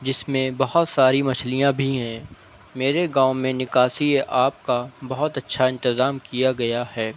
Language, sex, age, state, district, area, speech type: Urdu, male, 18-30, Uttar Pradesh, Shahjahanpur, rural, spontaneous